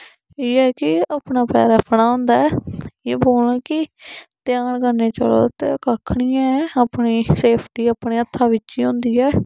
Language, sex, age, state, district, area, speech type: Dogri, female, 18-30, Jammu and Kashmir, Samba, urban, spontaneous